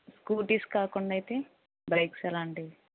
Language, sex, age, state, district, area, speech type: Telugu, female, 18-30, Andhra Pradesh, N T Rama Rao, rural, conversation